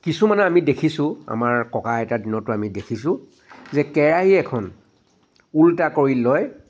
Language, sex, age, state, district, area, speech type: Assamese, male, 45-60, Assam, Charaideo, urban, spontaneous